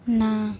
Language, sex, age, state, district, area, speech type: Odia, female, 18-30, Odisha, Nuapada, urban, read